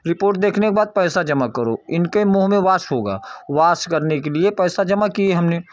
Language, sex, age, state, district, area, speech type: Hindi, male, 60+, Uttar Pradesh, Jaunpur, urban, spontaneous